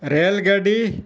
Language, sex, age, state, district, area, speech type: Santali, male, 60+, Jharkhand, Bokaro, rural, spontaneous